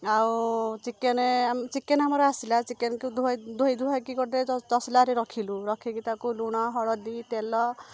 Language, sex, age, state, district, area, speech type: Odia, female, 45-60, Odisha, Kendujhar, urban, spontaneous